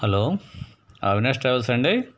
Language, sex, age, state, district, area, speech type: Telugu, male, 60+, Andhra Pradesh, Palnadu, urban, spontaneous